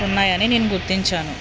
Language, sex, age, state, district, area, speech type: Telugu, female, 30-45, Andhra Pradesh, West Godavari, rural, spontaneous